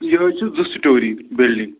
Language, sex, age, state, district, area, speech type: Kashmiri, male, 30-45, Jammu and Kashmir, Bandipora, rural, conversation